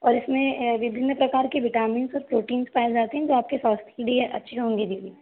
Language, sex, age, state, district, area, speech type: Hindi, female, 45-60, Madhya Pradesh, Balaghat, rural, conversation